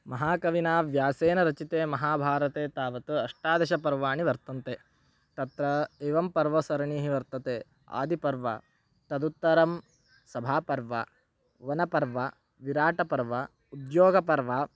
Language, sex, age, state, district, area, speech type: Sanskrit, male, 18-30, Karnataka, Bagalkot, rural, spontaneous